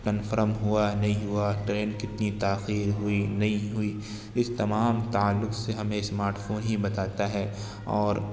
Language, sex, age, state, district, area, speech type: Urdu, male, 60+, Uttar Pradesh, Lucknow, rural, spontaneous